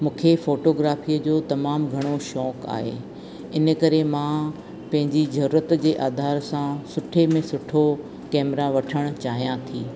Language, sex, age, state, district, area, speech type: Sindhi, female, 45-60, Rajasthan, Ajmer, urban, spontaneous